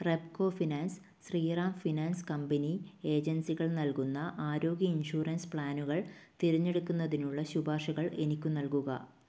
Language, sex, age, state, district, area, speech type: Malayalam, female, 30-45, Kerala, Kannur, rural, read